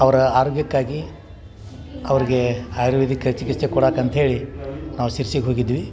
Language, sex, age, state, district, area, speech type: Kannada, male, 45-60, Karnataka, Dharwad, urban, spontaneous